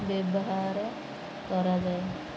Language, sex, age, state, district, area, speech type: Odia, female, 30-45, Odisha, Sundergarh, urban, spontaneous